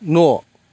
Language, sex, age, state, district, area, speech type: Bodo, male, 45-60, Assam, Chirang, rural, read